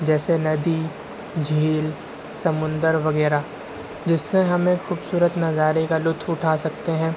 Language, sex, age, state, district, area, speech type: Urdu, male, 60+, Maharashtra, Nashik, urban, spontaneous